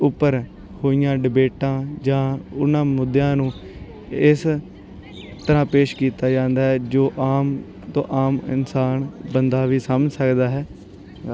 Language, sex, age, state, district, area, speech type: Punjabi, male, 18-30, Punjab, Bathinda, rural, spontaneous